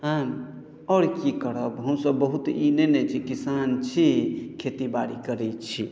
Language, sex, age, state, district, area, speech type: Maithili, male, 30-45, Bihar, Madhubani, rural, spontaneous